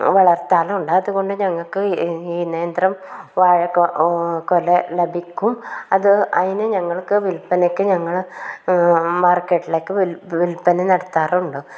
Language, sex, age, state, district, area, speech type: Malayalam, female, 45-60, Kerala, Kasaragod, rural, spontaneous